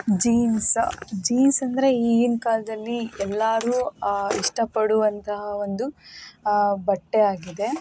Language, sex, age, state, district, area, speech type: Kannada, female, 30-45, Karnataka, Davanagere, rural, spontaneous